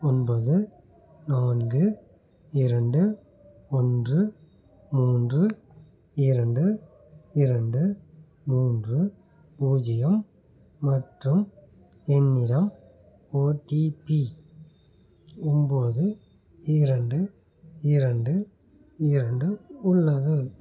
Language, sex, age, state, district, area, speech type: Tamil, male, 45-60, Tamil Nadu, Madurai, urban, read